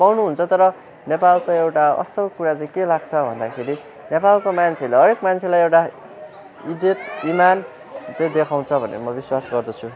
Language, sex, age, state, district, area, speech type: Nepali, male, 18-30, West Bengal, Kalimpong, rural, spontaneous